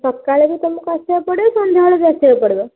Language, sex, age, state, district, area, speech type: Odia, female, 18-30, Odisha, Bhadrak, rural, conversation